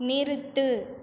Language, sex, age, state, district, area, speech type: Tamil, female, 18-30, Tamil Nadu, Cuddalore, rural, read